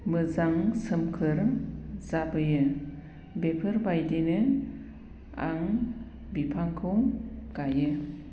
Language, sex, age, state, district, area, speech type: Bodo, female, 45-60, Assam, Baksa, rural, spontaneous